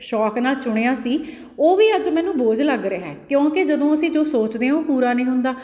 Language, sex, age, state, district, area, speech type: Punjabi, female, 30-45, Punjab, Fatehgarh Sahib, urban, spontaneous